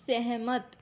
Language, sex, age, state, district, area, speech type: Punjabi, female, 18-30, Punjab, Rupnagar, rural, read